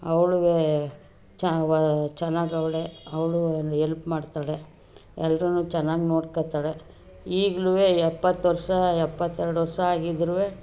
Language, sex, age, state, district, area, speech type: Kannada, female, 60+, Karnataka, Mandya, urban, spontaneous